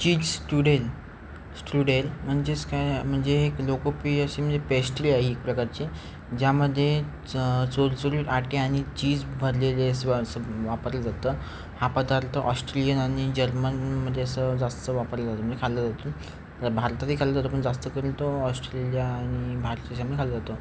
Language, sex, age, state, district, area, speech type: Marathi, male, 18-30, Maharashtra, Ratnagiri, urban, spontaneous